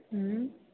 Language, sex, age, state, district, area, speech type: Maithili, female, 18-30, Bihar, Samastipur, urban, conversation